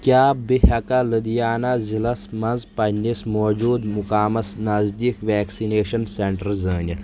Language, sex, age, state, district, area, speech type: Kashmiri, male, 18-30, Jammu and Kashmir, Kulgam, rural, read